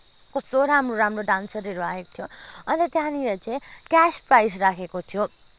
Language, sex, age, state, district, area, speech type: Nepali, female, 18-30, West Bengal, Kalimpong, rural, spontaneous